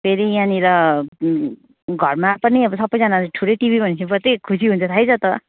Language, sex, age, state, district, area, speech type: Nepali, female, 18-30, West Bengal, Kalimpong, rural, conversation